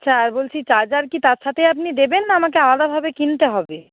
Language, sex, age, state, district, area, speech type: Bengali, female, 45-60, West Bengal, Nadia, rural, conversation